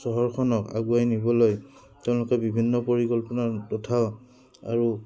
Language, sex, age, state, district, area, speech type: Assamese, male, 30-45, Assam, Udalguri, rural, spontaneous